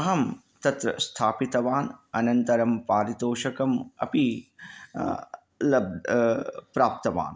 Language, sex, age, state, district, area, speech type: Sanskrit, male, 45-60, Karnataka, Bidar, urban, spontaneous